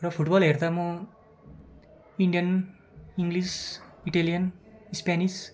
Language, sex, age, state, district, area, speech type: Nepali, male, 18-30, West Bengal, Darjeeling, rural, spontaneous